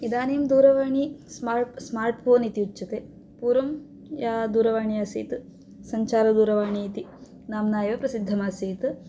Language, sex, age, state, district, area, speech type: Sanskrit, female, 18-30, Karnataka, Chikkaballapur, rural, spontaneous